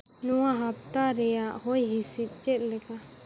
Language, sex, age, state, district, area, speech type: Santali, female, 18-30, Jharkhand, Seraikela Kharsawan, rural, read